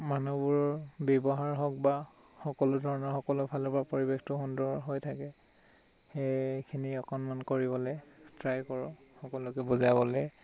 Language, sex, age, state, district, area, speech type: Assamese, male, 18-30, Assam, Tinsukia, urban, spontaneous